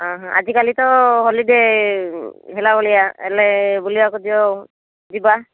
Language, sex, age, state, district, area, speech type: Odia, female, 45-60, Odisha, Malkangiri, urban, conversation